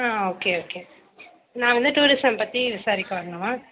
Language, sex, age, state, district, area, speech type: Tamil, female, 18-30, Tamil Nadu, Tiruvallur, urban, conversation